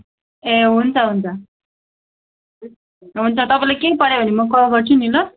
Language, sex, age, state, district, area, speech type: Nepali, female, 18-30, West Bengal, Kalimpong, rural, conversation